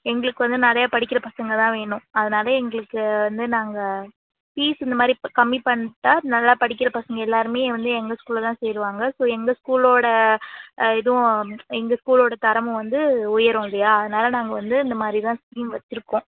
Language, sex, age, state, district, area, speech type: Tamil, female, 45-60, Tamil Nadu, Cuddalore, rural, conversation